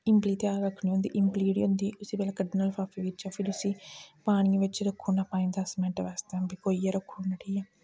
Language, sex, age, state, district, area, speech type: Dogri, female, 60+, Jammu and Kashmir, Reasi, rural, spontaneous